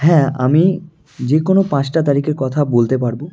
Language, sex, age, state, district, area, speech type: Bengali, male, 18-30, West Bengal, Malda, rural, spontaneous